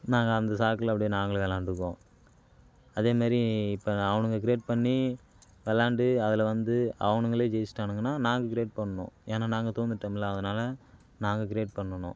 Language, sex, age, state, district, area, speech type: Tamil, male, 18-30, Tamil Nadu, Kallakurichi, urban, spontaneous